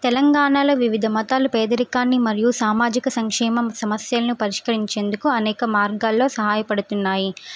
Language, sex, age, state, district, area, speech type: Telugu, female, 18-30, Telangana, Suryapet, urban, spontaneous